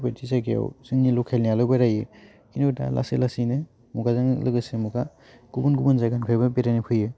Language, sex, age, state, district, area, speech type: Bodo, male, 18-30, Assam, Udalguri, rural, spontaneous